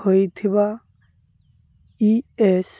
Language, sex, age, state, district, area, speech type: Odia, male, 30-45, Odisha, Malkangiri, urban, read